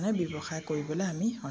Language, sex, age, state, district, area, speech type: Assamese, female, 45-60, Assam, Dibrugarh, rural, spontaneous